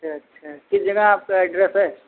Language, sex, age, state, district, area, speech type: Hindi, male, 45-60, Uttar Pradesh, Ayodhya, rural, conversation